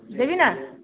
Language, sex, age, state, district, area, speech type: Odia, other, 60+, Odisha, Jajpur, rural, conversation